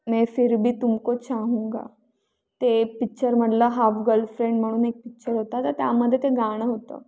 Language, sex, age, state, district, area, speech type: Marathi, female, 18-30, Maharashtra, Pune, urban, spontaneous